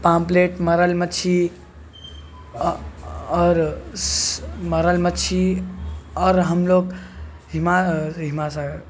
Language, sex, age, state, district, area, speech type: Urdu, male, 45-60, Telangana, Hyderabad, urban, spontaneous